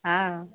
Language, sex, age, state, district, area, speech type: Maithili, female, 18-30, Bihar, Madhepura, rural, conversation